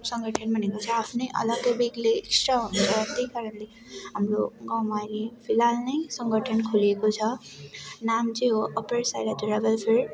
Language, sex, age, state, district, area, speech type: Nepali, female, 18-30, West Bengal, Darjeeling, rural, spontaneous